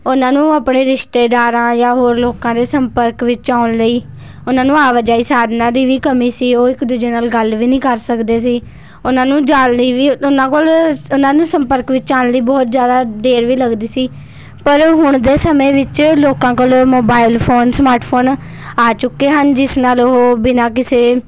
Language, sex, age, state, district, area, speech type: Punjabi, female, 18-30, Punjab, Patiala, urban, spontaneous